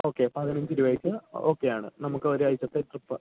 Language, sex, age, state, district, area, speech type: Malayalam, male, 30-45, Kerala, Idukki, rural, conversation